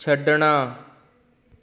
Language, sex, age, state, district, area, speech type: Punjabi, male, 30-45, Punjab, Kapurthala, urban, read